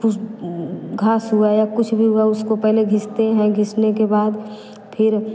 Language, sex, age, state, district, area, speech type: Hindi, female, 30-45, Uttar Pradesh, Varanasi, rural, spontaneous